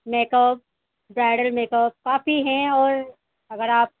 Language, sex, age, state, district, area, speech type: Urdu, female, 18-30, Delhi, East Delhi, urban, conversation